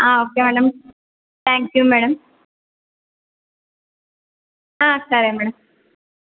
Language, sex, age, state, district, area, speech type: Telugu, female, 18-30, Andhra Pradesh, Anantapur, urban, conversation